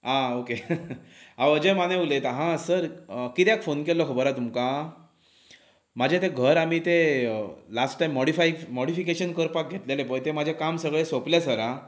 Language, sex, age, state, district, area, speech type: Goan Konkani, male, 30-45, Goa, Pernem, rural, spontaneous